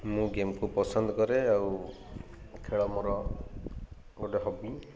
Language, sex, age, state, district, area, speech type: Odia, male, 30-45, Odisha, Malkangiri, urban, spontaneous